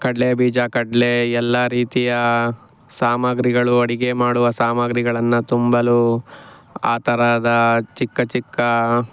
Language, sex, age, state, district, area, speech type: Kannada, male, 45-60, Karnataka, Chikkaballapur, rural, spontaneous